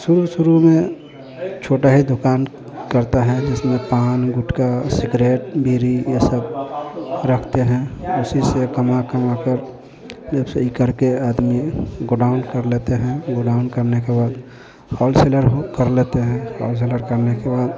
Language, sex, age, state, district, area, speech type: Hindi, male, 45-60, Bihar, Vaishali, urban, spontaneous